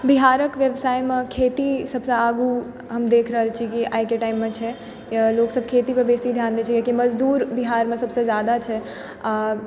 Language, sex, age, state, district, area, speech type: Maithili, female, 18-30, Bihar, Supaul, urban, spontaneous